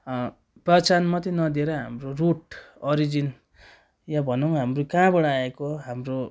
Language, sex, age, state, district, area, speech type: Nepali, male, 18-30, West Bengal, Darjeeling, rural, spontaneous